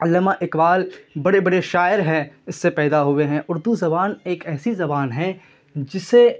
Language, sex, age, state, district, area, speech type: Urdu, male, 18-30, Bihar, Khagaria, rural, spontaneous